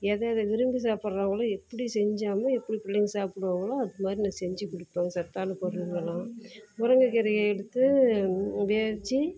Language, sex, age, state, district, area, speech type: Tamil, female, 30-45, Tamil Nadu, Salem, rural, spontaneous